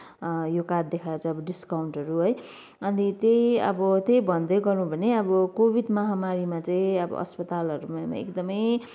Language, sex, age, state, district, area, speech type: Nepali, female, 30-45, West Bengal, Kalimpong, rural, spontaneous